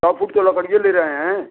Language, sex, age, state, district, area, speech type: Hindi, male, 60+, Uttar Pradesh, Mau, urban, conversation